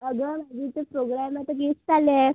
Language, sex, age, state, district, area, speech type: Marathi, female, 18-30, Maharashtra, Yavatmal, rural, conversation